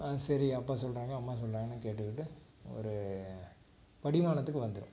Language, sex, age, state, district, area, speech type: Tamil, male, 45-60, Tamil Nadu, Tiruppur, urban, spontaneous